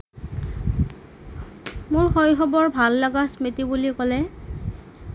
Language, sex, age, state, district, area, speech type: Assamese, female, 30-45, Assam, Kamrup Metropolitan, urban, spontaneous